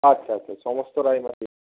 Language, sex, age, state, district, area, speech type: Bengali, male, 18-30, West Bengal, Bankura, urban, conversation